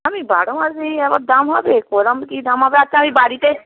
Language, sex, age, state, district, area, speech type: Bengali, female, 45-60, West Bengal, Hooghly, rural, conversation